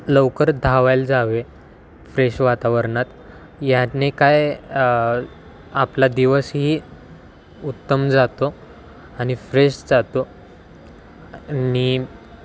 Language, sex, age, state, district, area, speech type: Marathi, male, 18-30, Maharashtra, Wardha, urban, spontaneous